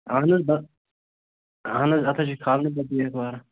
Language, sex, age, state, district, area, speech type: Kashmiri, male, 30-45, Jammu and Kashmir, Bandipora, rural, conversation